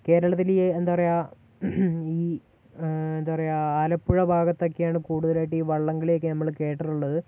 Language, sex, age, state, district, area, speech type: Malayalam, male, 18-30, Kerala, Wayanad, rural, spontaneous